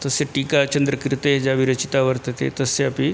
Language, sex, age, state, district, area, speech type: Sanskrit, male, 60+, Uttar Pradesh, Ghazipur, urban, spontaneous